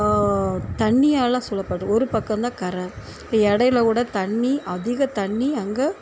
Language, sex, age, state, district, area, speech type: Tamil, female, 45-60, Tamil Nadu, Thoothukudi, urban, spontaneous